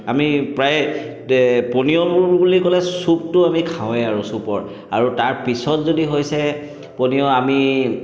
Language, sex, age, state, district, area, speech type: Assamese, male, 30-45, Assam, Chirang, urban, spontaneous